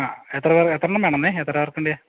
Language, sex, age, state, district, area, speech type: Malayalam, male, 30-45, Kerala, Idukki, rural, conversation